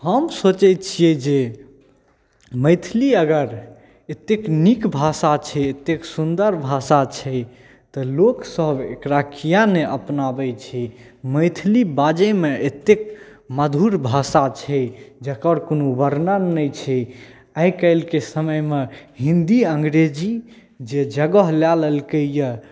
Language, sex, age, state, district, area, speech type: Maithili, male, 18-30, Bihar, Saharsa, rural, spontaneous